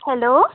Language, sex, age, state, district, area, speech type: Assamese, female, 30-45, Assam, Jorhat, urban, conversation